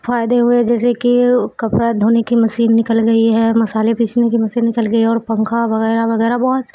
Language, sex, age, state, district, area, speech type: Urdu, female, 45-60, Bihar, Supaul, urban, spontaneous